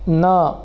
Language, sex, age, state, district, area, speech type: Sanskrit, male, 30-45, Karnataka, Uttara Kannada, rural, read